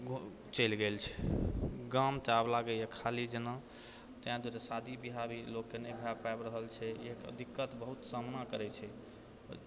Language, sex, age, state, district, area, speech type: Maithili, male, 60+, Bihar, Purnia, urban, spontaneous